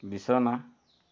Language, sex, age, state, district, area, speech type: Assamese, male, 60+, Assam, Dhemaji, rural, read